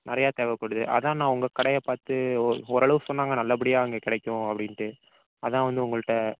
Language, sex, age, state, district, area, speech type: Tamil, male, 30-45, Tamil Nadu, Tiruvarur, rural, conversation